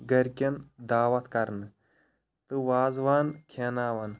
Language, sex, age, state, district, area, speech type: Kashmiri, male, 18-30, Jammu and Kashmir, Shopian, rural, spontaneous